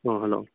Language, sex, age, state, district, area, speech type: Manipuri, male, 30-45, Manipur, Kangpokpi, urban, conversation